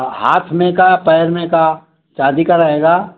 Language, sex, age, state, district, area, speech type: Hindi, male, 60+, Uttar Pradesh, Mau, rural, conversation